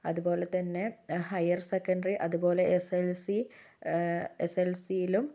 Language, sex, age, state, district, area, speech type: Malayalam, female, 18-30, Kerala, Kozhikode, urban, spontaneous